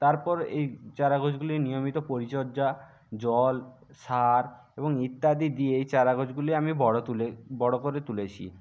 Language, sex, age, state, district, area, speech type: Bengali, male, 45-60, West Bengal, Jhargram, rural, spontaneous